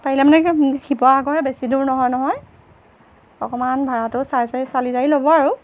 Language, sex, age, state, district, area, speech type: Assamese, female, 45-60, Assam, Jorhat, urban, spontaneous